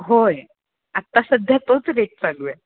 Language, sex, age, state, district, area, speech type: Marathi, female, 30-45, Maharashtra, Kolhapur, urban, conversation